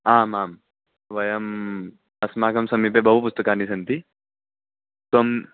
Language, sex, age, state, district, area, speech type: Sanskrit, male, 18-30, Maharashtra, Nagpur, urban, conversation